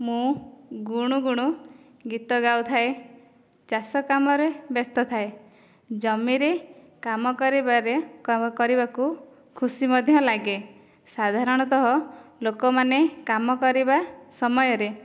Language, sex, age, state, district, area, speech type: Odia, female, 18-30, Odisha, Dhenkanal, rural, spontaneous